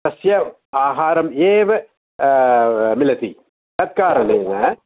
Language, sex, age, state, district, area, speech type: Sanskrit, male, 60+, Tamil Nadu, Coimbatore, urban, conversation